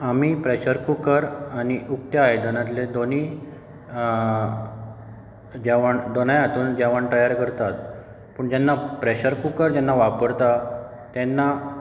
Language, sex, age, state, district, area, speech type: Goan Konkani, male, 30-45, Goa, Bardez, rural, spontaneous